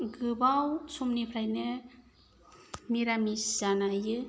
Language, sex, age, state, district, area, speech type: Bodo, female, 30-45, Assam, Kokrajhar, rural, spontaneous